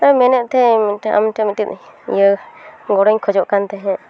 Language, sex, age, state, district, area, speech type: Santali, female, 30-45, West Bengal, Paschim Bardhaman, urban, spontaneous